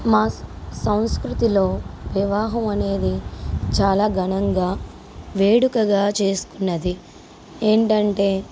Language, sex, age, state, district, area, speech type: Telugu, female, 45-60, Telangana, Mancherial, rural, spontaneous